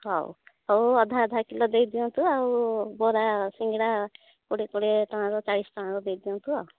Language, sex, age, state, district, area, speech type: Odia, female, 45-60, Odisha, Angul, rural, conversation